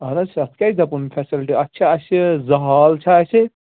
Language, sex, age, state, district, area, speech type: Kashmiri, male, 60+, Jammu and Kashmir, Srinagar, urban, conversation